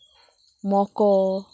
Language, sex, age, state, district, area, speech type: Goan Konkani, female, 30-45, Goa, Canacona, rural, spontaneous